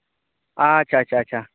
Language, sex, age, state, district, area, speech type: Santali, male, 30-45, Jharkhand, East Singhbhum, rural, conversation